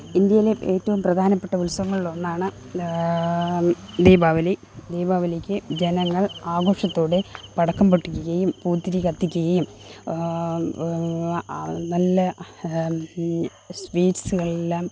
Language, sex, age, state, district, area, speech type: Malayalam, female, 45-60, Kerala, Thiruvananthapuram, rural, spontaneous